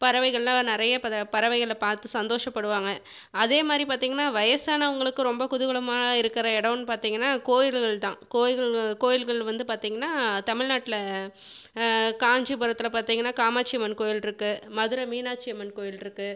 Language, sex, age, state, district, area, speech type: Tamil, female, 45-60, Tamil Nadu, Viluppuram, urban, spontaneous